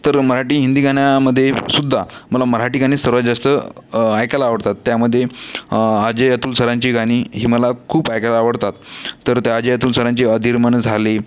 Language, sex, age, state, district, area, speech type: Marathi, male, 18-30, Maharashtra, Washim, rural, spontaneous